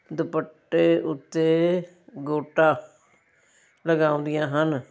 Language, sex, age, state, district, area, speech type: Punjabi, female, 60+, Punjab, Fazilka, rural, spontaneous